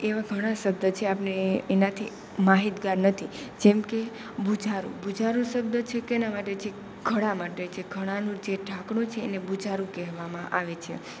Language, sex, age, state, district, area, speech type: Gujarati, female, 18-30, Gujarat, Rajkot, rural, spontaneous